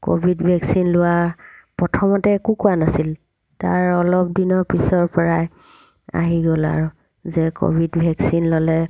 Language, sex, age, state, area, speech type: Assamese, female, 45-60, Assam, rural, spontaneous